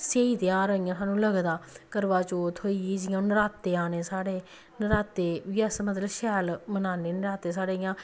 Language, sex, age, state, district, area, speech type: Dogri, female, 30-45, Jammu and Kashmir, Samba, rural, spontaneous